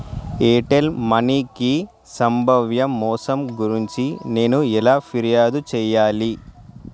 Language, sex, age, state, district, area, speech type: Telugu, male, 18-30, Telangana, Nalgonda, urban, read